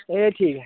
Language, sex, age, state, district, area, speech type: Dogri, male, 18-30, Jammu and Kashmir, Samba, rural, conversation